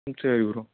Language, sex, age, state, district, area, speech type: Tamil, male, 18-30, Tamil Nadu, Nagapattinam, rural, conversation